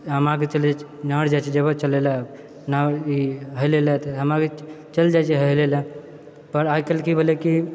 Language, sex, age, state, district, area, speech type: Maithili, male, 30-45, Bihar, Purnia, rural, spontaneous